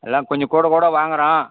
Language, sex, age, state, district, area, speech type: Tamil, male, 60+, Tamil Nadu, Kallakurichi, urban, conversation